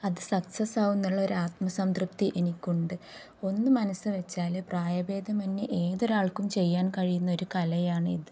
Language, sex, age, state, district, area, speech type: Malayalam, female, 30-45, Kerala, Kozhikode, rural, spontaneous